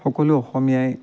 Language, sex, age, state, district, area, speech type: Assamese, male, 30-45, Assam, Dibrugarh, rural, spontaneous